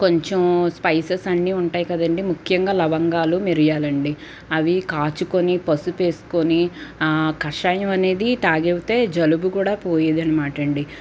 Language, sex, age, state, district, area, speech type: Telugu, female, 30-45, Andhra Pradesh, Guntur, rural, spontaneous